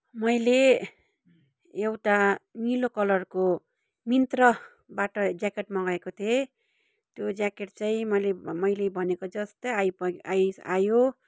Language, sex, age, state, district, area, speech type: Nepali, female, 30-45, West Bengal, Kalimpong, rural, spontaneous